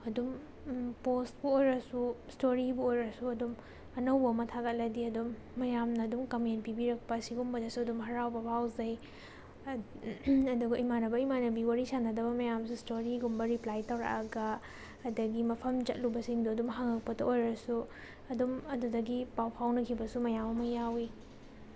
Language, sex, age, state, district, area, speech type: Manipuri, female, 30-45, Manipur, Tengnoupal, rural, spontaneous